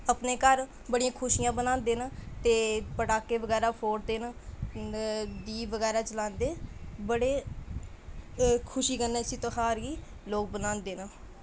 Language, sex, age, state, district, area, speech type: Dogri, female, 18-30, Jammu and Kashmir, Kathua, rural, spontaneous